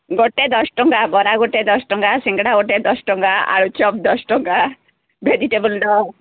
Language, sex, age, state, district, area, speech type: Odia, female, 45-60, Odisha, Sundergarh, rural, conversation